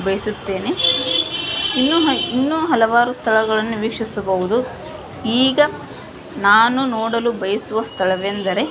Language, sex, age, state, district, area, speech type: Kannada, female, 18-30, Karnataka, Gadag, rural, spontaneous